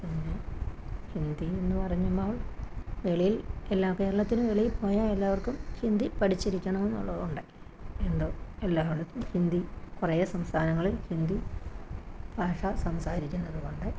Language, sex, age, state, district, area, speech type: Malayalam, female, 45-60, Kerala, Kottayam, rural, spontaneous